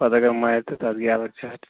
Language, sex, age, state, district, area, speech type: Kashmiri, male, 30-45, Jammu and Kashmir, Ganderbal, rural, conversation